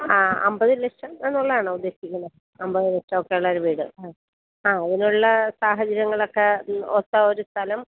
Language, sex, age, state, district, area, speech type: Malayalam, female, 45-60, Kerala, Kottayam, rural, conversation